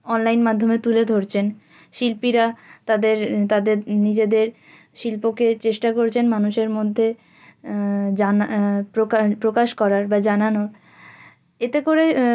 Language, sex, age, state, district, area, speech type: Bengali, female, 18-30, West Bengal, North 24 Parganas, rural, spontaneous